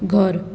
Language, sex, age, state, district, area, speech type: Goan Konkani, female, 18-30, Goa, Bardez, urban, read